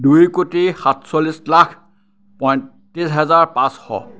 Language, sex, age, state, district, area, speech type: Assamese, male, 60+, Assam, Kamrup Metropolitan, urban, spontaneous